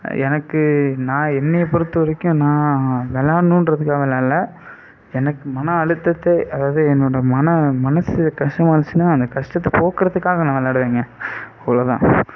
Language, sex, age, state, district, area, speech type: Tamil, male, 30-45, Tamil Nadu, Sivaganga, rural, spontaneous